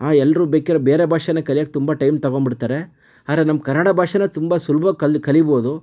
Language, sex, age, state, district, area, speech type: Kannada, male, 30-45, Karnataka, Chitradurga, rural, spontaneous